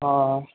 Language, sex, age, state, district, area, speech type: Telugu, male, 18-30, Andhra Pradesh, Kurnool, rural, conversation